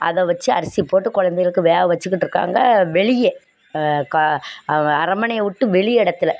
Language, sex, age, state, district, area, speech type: Tamil, female, 60+, Tamil Nadu, Thoothukudi, rural, spontaneous